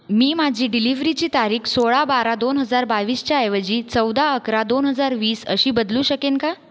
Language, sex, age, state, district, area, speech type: Marathi, female, 30-45, Maharashtra, Buldhana, rural, read